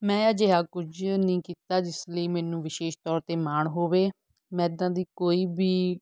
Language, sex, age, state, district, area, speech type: Punjabi, female, 45-60, Punjab, Fatehgarh Sahib, rural, spontaneous